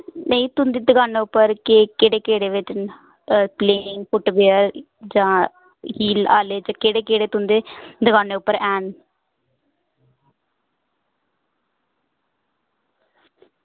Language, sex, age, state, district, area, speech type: Dogri, female, 45-60, Jammu and Kashmir, Reasi, rural, conversation